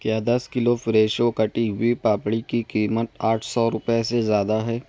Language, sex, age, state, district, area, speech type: Urdu, male, 18-30, Maharashtra, Nashik, rural, read